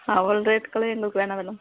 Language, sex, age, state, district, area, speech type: Tamil, female, 30-45, Tamil Nadu, Tirupattur, rural, conversation